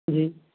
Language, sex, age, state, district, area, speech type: Urdu, male, 18-30, Bihar, Purnia, rural, conversation